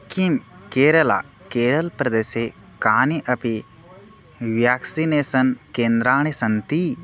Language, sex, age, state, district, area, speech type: Sanskrit, male, 18-30, Odisha, Bargarh, rural, read